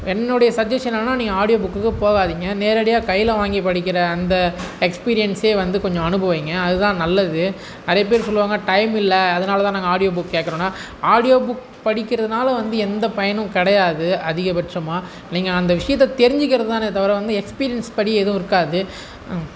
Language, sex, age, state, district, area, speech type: Tamil, male, 18-30, Tamil Nadu, Tiruvannamalai, urban, spontaneous